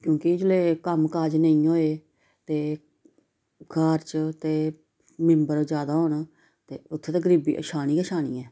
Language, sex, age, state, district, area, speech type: Dogri, female, 30-45, Jammu and Kashmir, Samba, urban, spontaneous